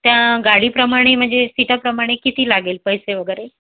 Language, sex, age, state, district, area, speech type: Marathi, female, 30-45, Maharashtra, Yavatmal, urban, conversation